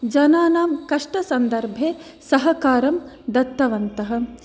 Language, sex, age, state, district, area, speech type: Sanskrit, female, 18-30, Karnataka, Dakshina Kannada, rural, spontaneous